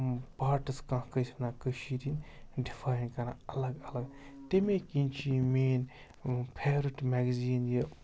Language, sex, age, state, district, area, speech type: Kashmiri, male, 30-45, Jammu and Kashmir, Srinagar, urban, spontaneous